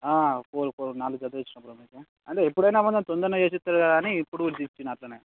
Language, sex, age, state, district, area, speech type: Telugu, male, 18-30, Telangana, Mancherial, rural, conversation